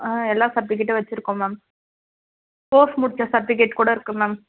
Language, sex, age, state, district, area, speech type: Tamil, female, 18-30, Tamil Nadu, Tirupattur, rural, conversation